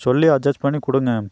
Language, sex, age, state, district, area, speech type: Tamil, male, 30-45, Tamil Nadu, Coimbatore, rural, spontaneous